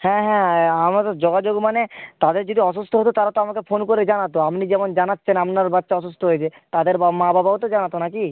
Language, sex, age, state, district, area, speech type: Bengali, male, 18-30, West Bengal, Purba Medinipur, rural, conversation